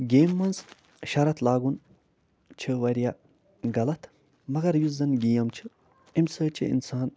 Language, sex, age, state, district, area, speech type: Kashmiri, male, 45-60, Jammu and Kashmir, Budgam, urban, spontaneous